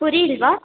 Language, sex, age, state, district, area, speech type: Kannada, female, 18-30, Karnataka, Mysore, urban, conversation